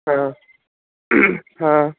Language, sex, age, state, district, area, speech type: Punjabi, male, 18-30, Punjab, Ludhiana, urban, conversation